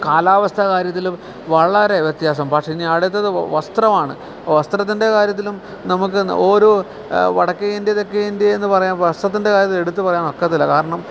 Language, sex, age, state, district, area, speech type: Malayalam, male, 45-60, Kerala, Alappuzha, rural, spontaneous